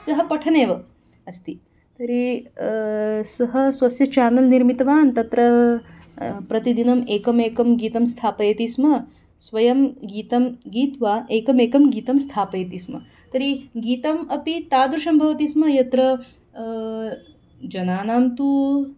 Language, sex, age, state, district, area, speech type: Sanskrit, female, 30-45, Karnataka, Bangalore Urban, urban, spontaneous